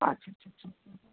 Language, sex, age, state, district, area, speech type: Bengali, female, 60+, West Bengal, North 24 Parganas, rural, conversation